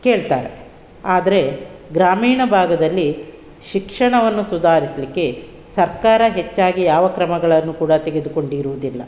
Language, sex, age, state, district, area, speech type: Kannada, female, 60+, Karnataka, Udupi, rural, spontaneous